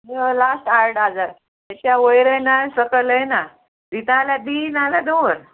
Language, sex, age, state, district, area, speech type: Goan Konkani, female, 30-45, Goa, Murmgao, rural, conversation